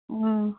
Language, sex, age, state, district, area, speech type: Manipuri, female, 30-45, Manipur, Kangpokpi, urban, conversation